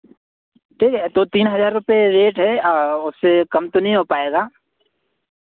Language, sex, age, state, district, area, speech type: Hindi, male, 18-30, Madhya Pradesh, Seoni, urban, conversation